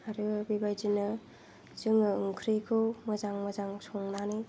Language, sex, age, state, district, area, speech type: Bodo, female, 45-60, Assam, Chirang, rural, spontaneous